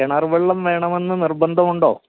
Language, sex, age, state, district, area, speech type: Malayalam, male, 60+, Kerala, Idukki, rural, conversation